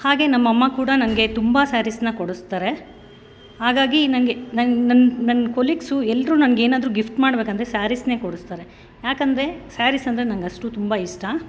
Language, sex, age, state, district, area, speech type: Kannada, male, 30-45, Karnataka, Bangalore Rural, rural, spontaneous